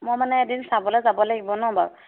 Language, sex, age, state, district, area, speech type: Assamese, female, 18-30, Assam, Dhemaji, urban, conversation